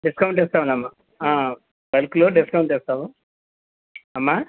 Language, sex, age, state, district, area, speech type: Telugu, male, 60+, Andhra Pradesh, Krishna, rural, conversation